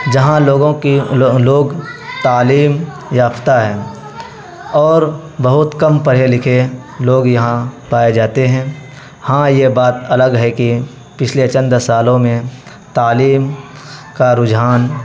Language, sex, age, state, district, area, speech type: Urdu, male, 18-30, Bihar, Araria, rural, spontaneous